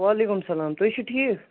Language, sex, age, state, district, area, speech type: Kashmiri, male, 18-30, Jammu and Kashmir, Kupwara, rural, conversation